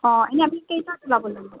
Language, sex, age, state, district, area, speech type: Assamese, female, 30-45, Assam, Kamrup Metropolitan, urban, conversation